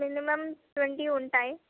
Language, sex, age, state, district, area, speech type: Telugu, female, 18-30, Andhra Pradesh, Palnadu, rural, conversation